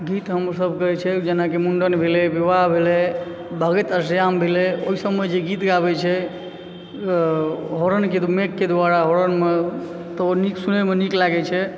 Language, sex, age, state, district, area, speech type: Maithili, male, 30-45, Bihar, Supaul, rural, spontaneous